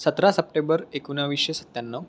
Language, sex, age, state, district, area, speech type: Marathi, male, 18-30, Maharashtra, Raigad, rural, spontaneous